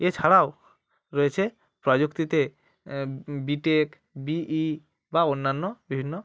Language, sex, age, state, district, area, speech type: Bengali, male, 45-60, West Bengal, Hooghly, urban, spontaneous